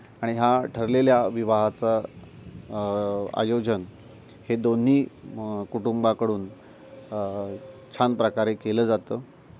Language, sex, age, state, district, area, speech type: Marathi, male, 30-45, Maharashtra, Ratnagiri, rural, spontaneous